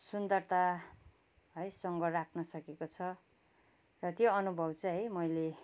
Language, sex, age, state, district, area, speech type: Nepali, female, 45-60, West Bengal, Kalimpong, rural, spontaneous